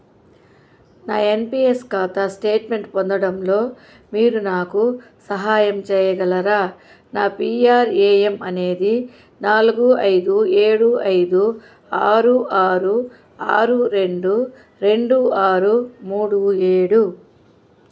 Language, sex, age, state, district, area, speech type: Telugu, female, 45-60, Andhra Pradesh, Chittoor, rural, read